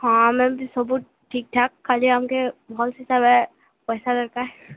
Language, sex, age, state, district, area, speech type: Odia, female, 18-30, Odisha, Subarnapur, urban, conversation